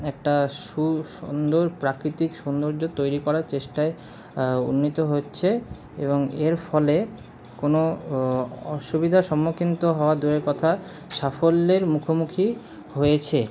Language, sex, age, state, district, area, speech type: Bengali, male, 30-45, West Bengal, Paschim Bardhaman, urban, spontaneous